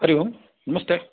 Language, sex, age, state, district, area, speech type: Sanskrit, male, 45-60, Karnataka, Kolar, urban, conversation